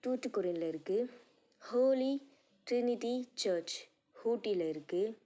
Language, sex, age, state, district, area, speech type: Tamil, female, 18-30, Tamil Nadu, Tiruvallur, rural, spontaneous